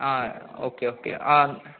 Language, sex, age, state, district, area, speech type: Malayalam, male, 18-30, Kerala, Malappuram, rural, conversation